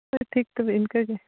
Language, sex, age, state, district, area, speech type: Santali, female, 30-45, Jharkhand, Seraikela Kharsawan, rural, conversation